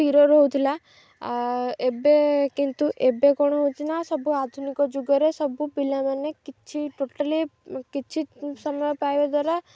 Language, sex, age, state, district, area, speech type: Odia, female, 18-30, Odisha, Jagatsinghpur, urban, spontaneous